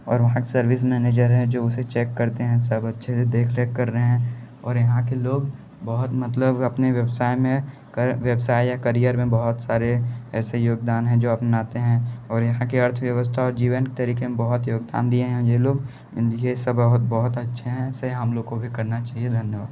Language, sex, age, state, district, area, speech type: Hindi, male, 30-45, Uttar Pradesh, Sonbhadra, rural, spontaneous